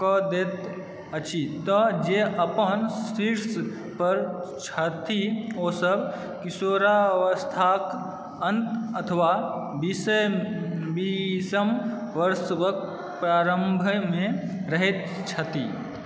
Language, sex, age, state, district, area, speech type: Maithili, male, 18-30, Bihar, Supaul, urban, read